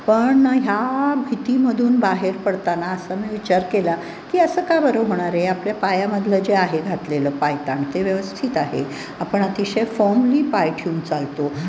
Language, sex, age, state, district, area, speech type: Marathi, female, 60+, Maharashtra, Pune, urban, spontaneous